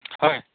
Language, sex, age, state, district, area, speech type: Assamese, male, 30-45, Assam, Charaideo, rural, conversation